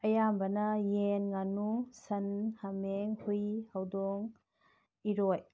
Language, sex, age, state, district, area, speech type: Manipuri, female, 45-60, Manipur, Tengnoupal, rural, spontaneous